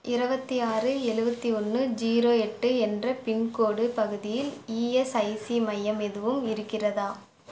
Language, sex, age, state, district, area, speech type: Tamil, female, 18-30, Tamil Nadu, Erode, rural, read